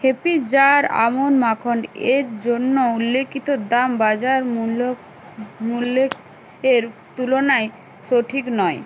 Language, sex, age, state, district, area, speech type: Bengali, female, 18-30, West Bengal, Uttar Dinajpur, urban, read